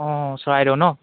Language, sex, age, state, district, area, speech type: Assamese, male, 18-30, Assam, Dibrugarh, urban, conversation